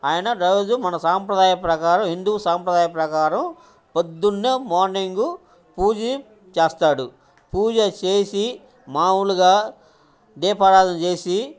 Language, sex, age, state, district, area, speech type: Telugu, male, 60+, Andhra Pradesh, Guntur, urban, spontaneous